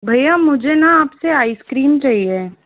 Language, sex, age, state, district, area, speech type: Hindi, female, 60+, Rajasthan, Jaipur, urban, conversation